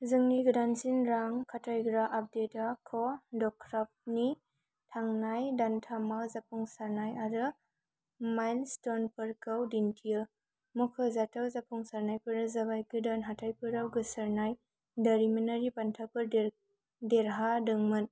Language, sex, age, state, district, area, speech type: Bodo, female, 18-30, Assam, Kokrajhar, rural, read